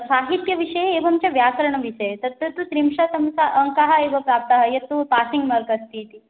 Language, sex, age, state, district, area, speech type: Sanskrit, female, 18-30, Odisha, Jagatsinghpur, urban, conversation